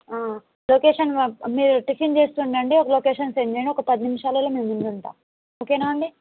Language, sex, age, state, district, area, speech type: Telugu, other, 18-30, Telangana, Mahbubnagar, rural, conversation